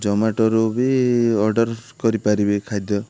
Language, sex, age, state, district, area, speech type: Odia, male, 30-45, Odisha, Malkangiri, urban, spontaneous